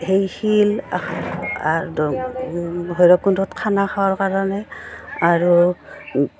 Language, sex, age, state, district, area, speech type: Assamese, female, 45-60, Assam, Udalguri, rural, spontaneous